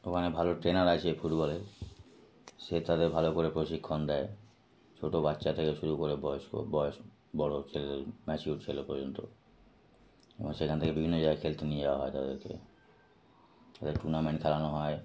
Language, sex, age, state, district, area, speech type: Bengali, male, 30-45, West Bengal, Darjeeling, urban, spontaneous